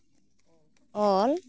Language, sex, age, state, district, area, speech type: Santali, female, 30-45, West Bengal, Purulia, rural, spontaneous